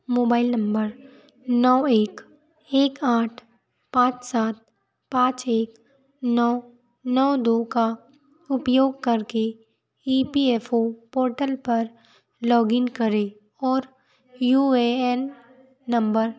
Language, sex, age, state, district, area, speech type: Hindi, female, 18-30, Madhya Pradesh, Betul, rural, read